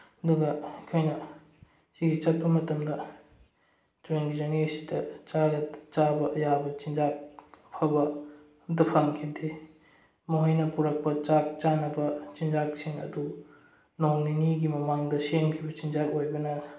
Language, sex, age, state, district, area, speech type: Manipuri, male, 18-30, Manipur, Bishnupur, rural, spontaneous